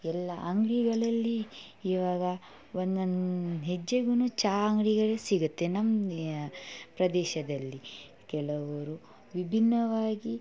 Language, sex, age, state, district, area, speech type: Kannada, female, 18-30, Karnataka, Mysore, rural, spontaneous